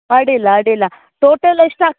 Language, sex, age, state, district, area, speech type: Kannada, female, 18-30, Karnataka, Uttara Kannada, rural, conversation